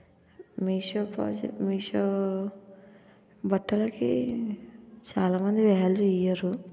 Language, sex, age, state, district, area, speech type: Telugu, female, 18-30, Telangana, Ranga Reddy, urban, spontaneous